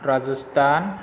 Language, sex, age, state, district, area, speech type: Bodo, male, 30-45, Assam, Chirang, rural, spontaneous